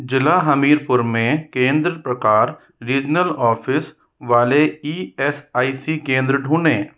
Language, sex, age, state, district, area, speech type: Hindi, male, 45-60, Rajasthan, Jaipur, urban, read